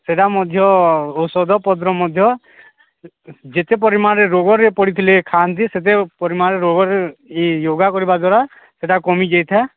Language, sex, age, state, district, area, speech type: Odia, male, 45-60, Odisha, Nuapada, urban, conversation